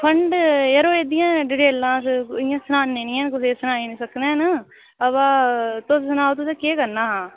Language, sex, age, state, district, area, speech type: Dogri, female, 18-30, Jammu and Kashmir, Udhampur, rural, conversation